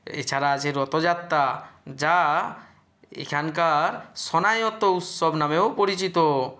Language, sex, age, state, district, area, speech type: Bengali, male, 45-60, West Bengal, Nadia, rural, spontaneous